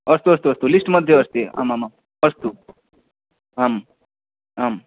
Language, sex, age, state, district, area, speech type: Sanskrit, male, 18-30, West Bengal, Paschim Medinipur, rural, conversation